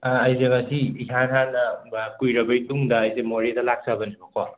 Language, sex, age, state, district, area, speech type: Manipuri, male, 30-45, Manipur, Imphal West, rural, conversation